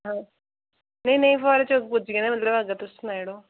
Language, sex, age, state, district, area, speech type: Dogri, female, 18-30, Jammu and Kashmir, Jammu, rural, conversation